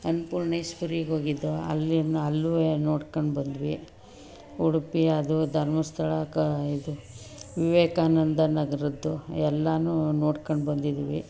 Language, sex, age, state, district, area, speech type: Kannada, female, 60+, Karnataka, Mandya, urban, spontaneous